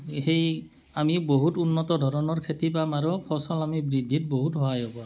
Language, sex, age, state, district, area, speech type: Assamese, male, 45-60, Assam, Barpeta, rural, spontaneous